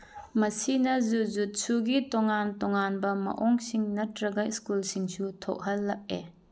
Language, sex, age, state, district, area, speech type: Manipuri, female, 30-45, Manipur, Bishnupur, rural, read